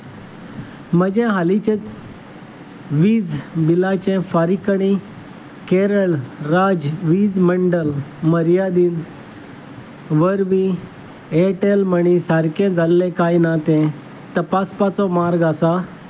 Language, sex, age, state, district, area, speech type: Goan Konkani, male, 45-60, Goa, Salcete, rural, read